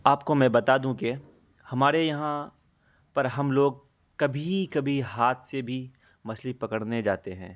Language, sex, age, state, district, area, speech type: Urdu, male, 18-30, Bihar, Araria, rural, spontaneous